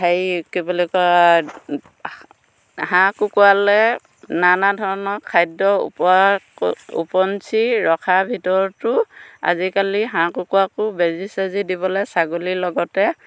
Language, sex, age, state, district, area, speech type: Assamese, female, 45-60, Assam, Dhemaji, rural, spontaneous